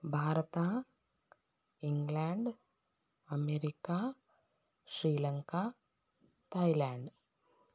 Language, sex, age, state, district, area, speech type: Kannada, female, 30-45, Karnataka, Davanagere, urban, spontaneous